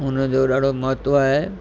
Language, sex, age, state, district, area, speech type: Sindhi, male, 45-60, Gujarat, Kutch, rural, spontaneous